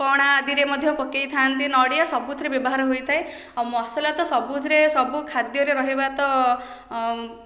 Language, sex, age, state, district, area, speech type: Odia, female, 18-30, Odisha, Khordha, rural, spontaneous